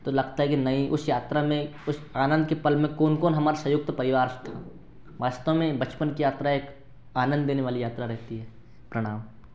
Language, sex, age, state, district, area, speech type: Hindi, male, 18-30, Madhya Pradesh, Betul, urban, spontaneous